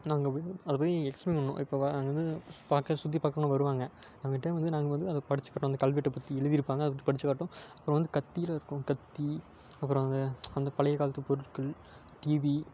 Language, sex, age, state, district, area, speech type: Tamil, male, 18-30, Tamil Nadu, Tiruppur, rural, spontaneous